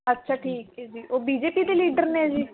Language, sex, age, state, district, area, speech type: Punjabi, female, 30-45, Punjab, Barnala, rural, conversation